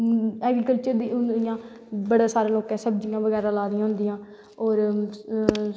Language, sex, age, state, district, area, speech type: Dogri, female, 18-30, Jammu and Kashmir, Udhampur, rural, spontaneous